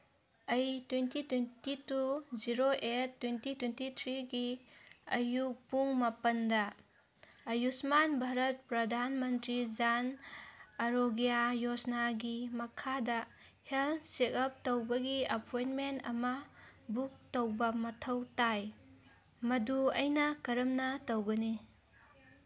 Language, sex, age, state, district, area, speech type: Manipuri, female, 30-45, Manipur, Senapati, rural, read